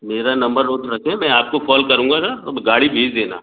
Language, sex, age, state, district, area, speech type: Hindi, male, 45-60, Madhya Pradesh, Gwalior, rural, conversation